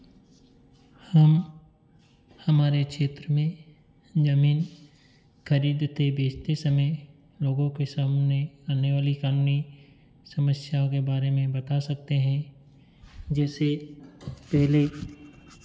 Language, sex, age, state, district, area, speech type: Hindi, male, 30-45, Madhya Pradesh, Ujjain, rural, spontaneous